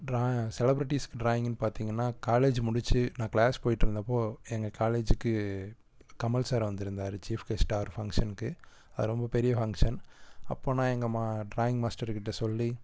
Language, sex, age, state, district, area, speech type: Tamil, male, 18-30, Tamil Nadu, Erode, rural, spontaneous